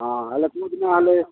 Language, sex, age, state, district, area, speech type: Odia, male, 60+, Odisha, Gajapati, rural, conversation